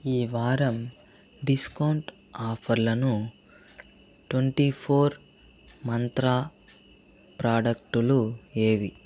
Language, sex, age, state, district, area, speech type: Telugu, male, 18-30, Andhra Pradesh, Chittoor, urban, read